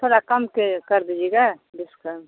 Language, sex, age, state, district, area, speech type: Hindi, female, 45-60, Bihar, Samastipur, rural, conversation